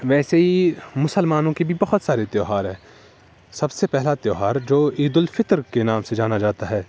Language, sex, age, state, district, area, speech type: Urdu, male, 18-30, Jammu and Kashmir, Srinagar, urban, spontaneous